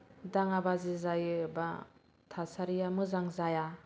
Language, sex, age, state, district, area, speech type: Bodo, female, 30-45, Assam, Kokrajhar, rural, spontaneous